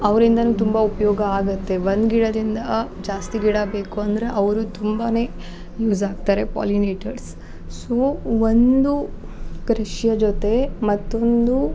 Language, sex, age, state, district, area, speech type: Kannada, female, 18-30, Karnataka, Uttara Kannada, rural, spontaneous